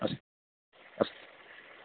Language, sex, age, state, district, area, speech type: Sanskrit, male, 18-30, Rajasthan, Jodhpur, rural, conversation